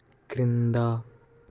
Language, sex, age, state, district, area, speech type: Telugu, male, 18-30, Andhra Pradesh, East Godavari, rural, read